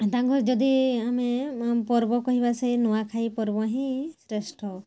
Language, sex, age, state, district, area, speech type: Odia, female, 45-60, Odisha, Mayurbhanj, rural, spontaneous